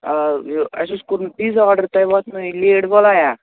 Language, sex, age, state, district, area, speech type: Kashmiri, male, 18-30, Jammu and Kashmir, Kupwara, rural, conversation